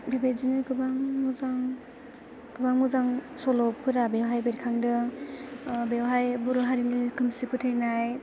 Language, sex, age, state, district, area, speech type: Bodo, female, 18-30, Assam, Chirang, urban, spontaneous